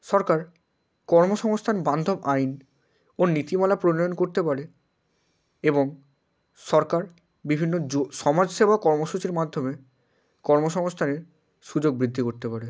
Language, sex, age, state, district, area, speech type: Bengali, male, 18-30, West Bengal, Hooghly, urban, spontaneous